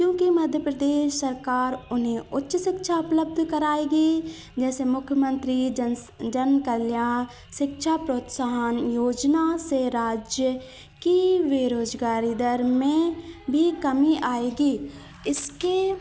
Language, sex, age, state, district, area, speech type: Hindi, female, 18-30, Madhya Pradesh, Hoshangabad, urban, spontaneous